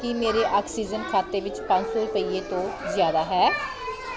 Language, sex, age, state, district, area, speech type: Punjabi, female, 30-45, Punjab, Pathankot, rural, read